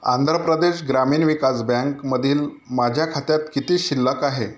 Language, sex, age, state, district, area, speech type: Marathi, male, 30-45, Maharashtra, Amravati, rural, read